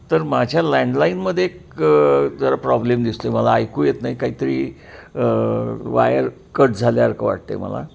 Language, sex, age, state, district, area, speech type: Marathi, male, 60+, Maharashtra, Kolhapur, urban, spontaneous